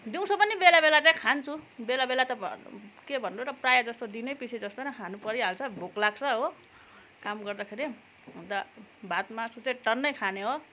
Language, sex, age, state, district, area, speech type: Nepali, female, 30-45, West Bengal, Kalimpong, rural, spontaneous